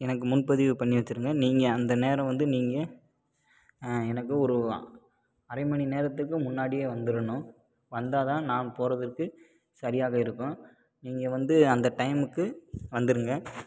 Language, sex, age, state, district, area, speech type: Tamil, male, 18-30, Tamil Nadu, Tiruppur, rural, spontaneous